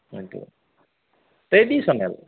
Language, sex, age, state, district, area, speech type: Assamese, male, 45-60, Assam, Kamrup Metropolitan, urban, conversation